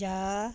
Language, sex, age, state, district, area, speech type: Punjabi, female, 60+, Punjab, Muktsar, urban, read